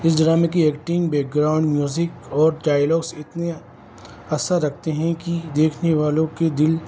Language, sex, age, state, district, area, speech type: Urdu, male, 30-45, Delhi, North East Delhi, urban, spontaneous